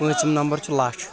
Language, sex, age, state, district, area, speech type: Kashmiri, male, 18-30, Jammu and Kashmir, Shopian, urban, spontaneous